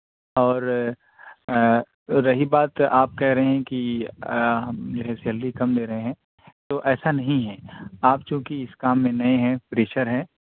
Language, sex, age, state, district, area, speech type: Urdu, male, 30-45, Uttar Pradesh, Azamgarh, rural, conversation